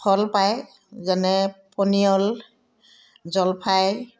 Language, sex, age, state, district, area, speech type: Assamese, female, 60+, Assam, Udalguri, rural, spontaneous